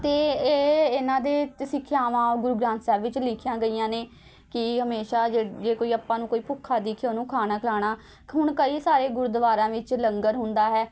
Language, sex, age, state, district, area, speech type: Punjabi, female, 18-30, Punjab, Patiala, urban, spontaneous